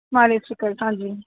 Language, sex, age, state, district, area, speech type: Punjabi, female, 30-45, Punjab, Kapurthala, urban, conversation